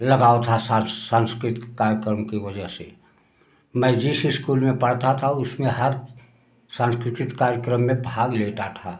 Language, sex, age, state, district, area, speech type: Hindi, male, 60+, Uttar Pradesh, Prayagraj, rural, spontaneous